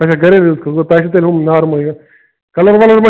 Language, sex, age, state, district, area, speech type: Kashmiri, male, 30-45, Jammu and Kashmir, Bandipora, rural, conversation